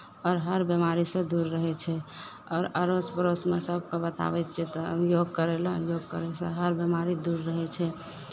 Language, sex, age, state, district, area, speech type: Maithili, female, 18-30, Bihar, Madhepura, rural, spontaneous